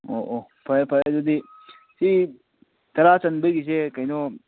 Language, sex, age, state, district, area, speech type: Manipuri, male, 18-30, Manipur, Churachandpur, rural, conversation